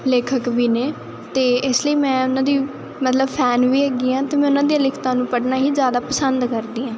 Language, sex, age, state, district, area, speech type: Punjabi, female, 18-30, Punjab, Muktsar, urban, spontaneous